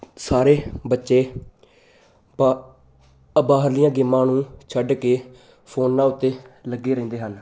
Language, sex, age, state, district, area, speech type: Punjabi, male, 18-30, Punjab, Jalandhar, urban, spontaneous